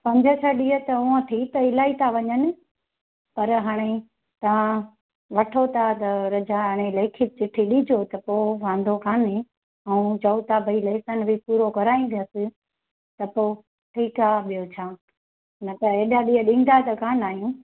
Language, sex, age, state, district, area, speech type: Sindhi, female, 30-45, Gujarat, Junagadh, urban, conversation